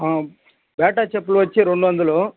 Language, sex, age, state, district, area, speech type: Telugu, male, 18-30, Andhra Pradesh, Sri Balaji, urban, conversation